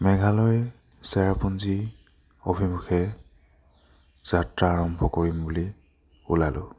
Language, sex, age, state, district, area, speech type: Assamese, male, 18-30, Assam, Lakhimpur, urban, spontaneous